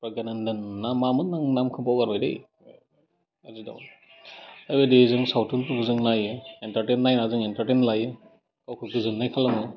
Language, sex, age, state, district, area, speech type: Bodo, male, 18-30, Assam, Udalguri, urban, spontaneous